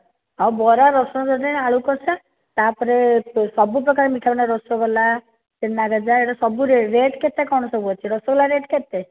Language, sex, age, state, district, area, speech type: Odia, female, 60+, Odisha, Cuttack, urban, conversation